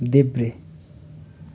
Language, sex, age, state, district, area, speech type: Nepali, male, 18-30, West Bengal, Darjeeling, rural, read